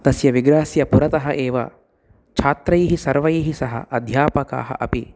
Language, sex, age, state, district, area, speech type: Sanskrit, male, 30-45, Telangana, Nizamabad, urban, spontaneous